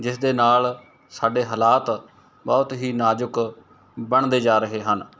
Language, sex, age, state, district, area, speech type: Punjabi, male, 45-60, Punjab, Mohali, urban, spontaneous